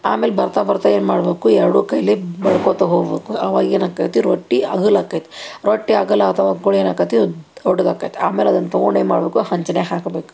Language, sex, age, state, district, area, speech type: Kannada, female, 30-45, Karnataka, Koppal, rural, spontaneous